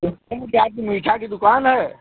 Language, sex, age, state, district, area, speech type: Hindi, male, 45-60, Uttar Pradesh, Azamgarh, rural, conversation